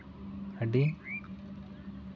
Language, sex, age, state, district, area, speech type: Santali, male, 18-30, West Bengal, Jhargram, rural, spontaneous